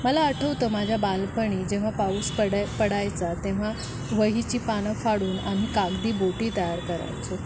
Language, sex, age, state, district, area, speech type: Marathi, female, 45-60, Maharashtra, Thane, rural, spontaneous